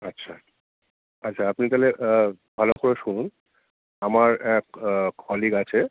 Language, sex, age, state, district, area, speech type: Bengali, male, 30-45, West Bengal, Kolkata, urban, conversation